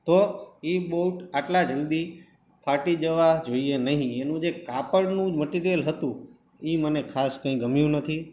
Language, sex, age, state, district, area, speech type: Gujarati, male, 45-60, Gujarat, Morbi, rural, spontaneous